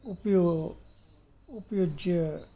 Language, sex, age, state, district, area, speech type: Sanskrit, male, 60+, Karnataka, Mysore, urban, spontaneous